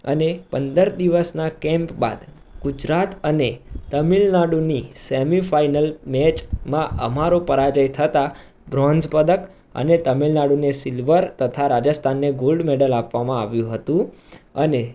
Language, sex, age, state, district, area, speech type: Gujarati, male, 18-30, Gujarat, Mehsana, urban, spontaneous